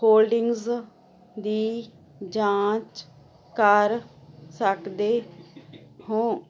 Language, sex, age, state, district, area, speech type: Punjabi, female, 45-60, Punjab, Muktsar, urban, read